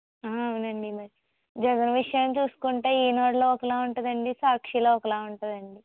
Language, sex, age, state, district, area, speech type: Telugu, female, 18-30, Andhra Pradesh, Konaseema, rural, conversation